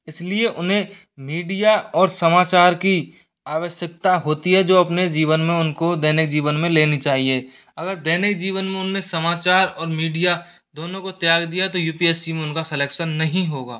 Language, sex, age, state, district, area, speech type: Hindi, male, 30-45, Rajasthan, Jaipur, urban, spontaneous